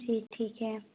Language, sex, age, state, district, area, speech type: Hindi, female, 18-30, Madhya Pradesh, Katni, urban, conversation